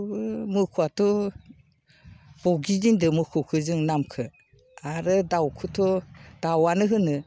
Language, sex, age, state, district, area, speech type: Bodo, female, 60+, Assam, Baksa, urban, spontaneous